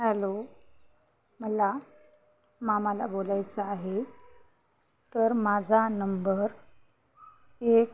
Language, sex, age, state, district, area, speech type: Marathi, female, 45-60, Maharashtra, Hingoli, urban, spontaneous